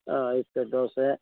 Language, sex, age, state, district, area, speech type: Kannada, male, 30-45, Karnataka, Koppal, rural, conversation